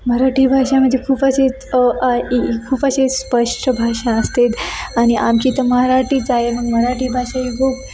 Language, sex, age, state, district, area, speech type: Marathi, female, 18-30, Maharashtra, Nanded, urban, spontaneous